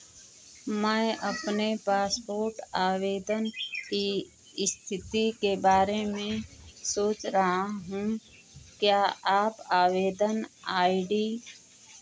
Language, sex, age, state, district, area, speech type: Hindi, female, 45-60, Uttar Pradesh, Mau, rural, read